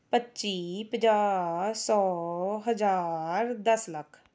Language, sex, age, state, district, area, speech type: Punjabi, female, 30-45, Punjab, Rupnagar, urban, spontaneous